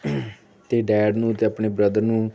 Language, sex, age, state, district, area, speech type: Punjabi, male, 18-30, Punjab, Amritsar, rural, spontaneous